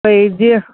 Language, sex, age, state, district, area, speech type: Sindhi, female, 30-45, Gujarat, Kutch, rural, conversation